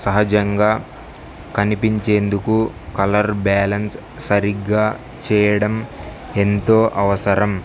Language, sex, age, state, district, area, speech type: Telugu, male, 18-30, Andhra Pradesh, Kurnool, rural, spontaneous